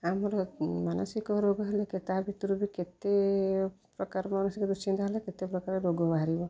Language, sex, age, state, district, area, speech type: Odia, female, 45-60, Odisha, Rayagada, rural, spontaneous